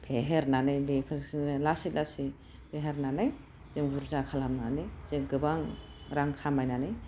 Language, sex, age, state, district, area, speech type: Bodo, female, 45-60, Assam, Udalguri, urban, spontaneous